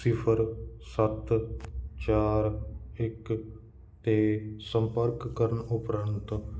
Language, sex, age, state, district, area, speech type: Punjabi, male, 30-45, Punjab, Kapurthala, urban, read